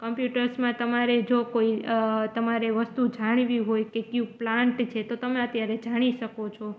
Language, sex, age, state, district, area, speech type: Gujarati, female, 18-30, Gujarat, Junagadh, rural, spontaneous